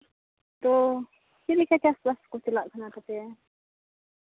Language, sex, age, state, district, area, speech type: Santali, female, 30-45, Jharkhand, Seraikela Kharsawan, rural, conversation